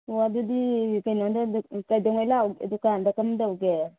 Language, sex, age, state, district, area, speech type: Manipuri, female, 45-60, Manipur, Churachandpur, urban, conversation